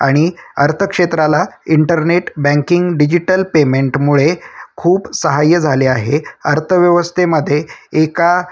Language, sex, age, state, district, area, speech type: Marathi, male, 30-45, Maharashtra, Osmanabad, rural, spontaneous